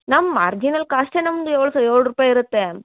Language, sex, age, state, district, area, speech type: Kannada, female, 18-30, Karnataka, Dharwad, urban, conversation